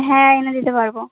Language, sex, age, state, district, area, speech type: Bengali, female, 18-30, West Bengal, Birbhum, urban, conversation